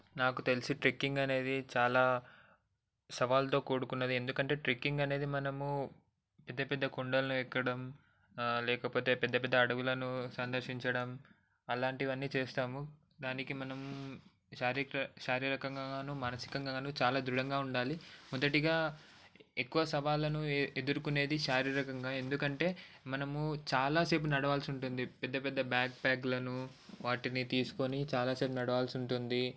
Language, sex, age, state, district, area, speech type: Telugu, male, 18-30, Telangana, Ranga Reddy, urban, spontaneous